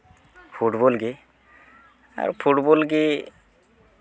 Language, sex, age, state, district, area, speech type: Santali, male, 18-30, West Bengal, Uttar Dinajpur, rural, spontaneous